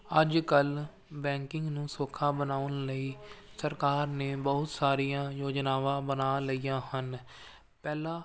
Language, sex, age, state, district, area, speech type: Punjabi, male, 18-30, Punjab, Firozpur, urban, spontaneous